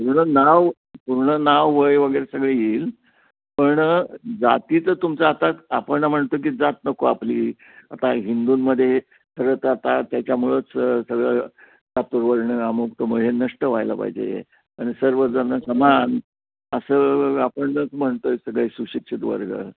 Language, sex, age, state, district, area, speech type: Marathi, male, 60+, Maharashtra, Kolhapur, urban, conversation